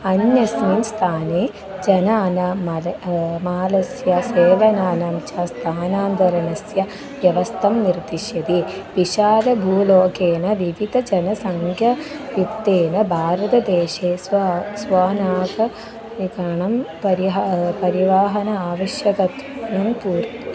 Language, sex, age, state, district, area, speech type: Sanskrit, female, 18-30, Kerala, Malappuram, urban, spontaneous